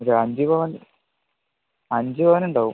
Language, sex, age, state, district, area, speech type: Malayalam, male, 30-45, Kerala, Wayanad, rural, conversation